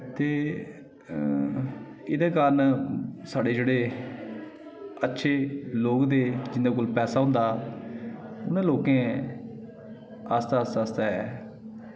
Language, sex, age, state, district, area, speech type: Dogri, male, 30-45, Jammu and Kashmir, Udhampur, rural, spontaneous